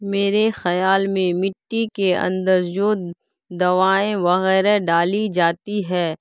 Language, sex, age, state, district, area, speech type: Urdu, female, 18-30, Bihar, Saharsa, rural, spontaneous